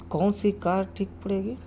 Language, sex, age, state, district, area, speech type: Urdu, male, 30-45, Uttar Pradesh, Mau, urban, spontaneous